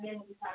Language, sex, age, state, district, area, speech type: Hindi, female, 45-60, Rajasthan, Jaipur, urban, conversation